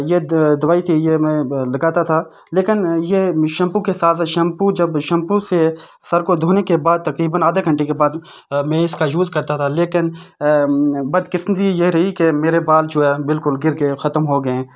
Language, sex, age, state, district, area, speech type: Urdu, male, 18-30, Jammu and Kashmir, Srinagar, urban, spontaneous